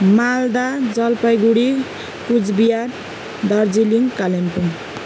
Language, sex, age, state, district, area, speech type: Nepali, female, 30-45, West Bengal, Kalimpong, rural, spontaneous